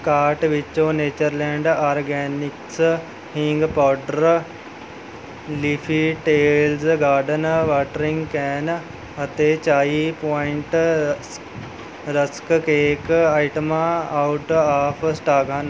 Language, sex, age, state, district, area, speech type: Punjabi, male, 18-30, Punjab, Mohali, rural, read